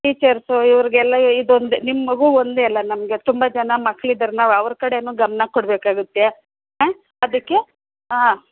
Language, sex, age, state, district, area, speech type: Kannada, female, 45-60, Karnataka, Kolar, rural, conversation